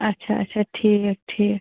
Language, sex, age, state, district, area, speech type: Kashmiri, female, 30-45, Jammu and Kashmir, Srinagar, urban, conversation